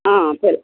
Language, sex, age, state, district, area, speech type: Telugu, female, 60+, Andhra Pradesh, West Godavari, rural, conversation